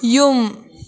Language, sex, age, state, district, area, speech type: Manipuri, female, 18-30, Manipur, Kakching, rural, read